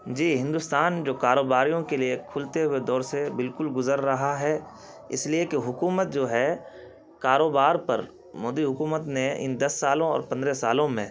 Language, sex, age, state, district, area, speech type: Urdu, male, 30-45, Bihar, Khagaria, rural, spontaneous